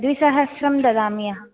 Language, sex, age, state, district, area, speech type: Sanskrit, female, 18-30, Andhra Pradesh, Visakhapatnam, urban, conversation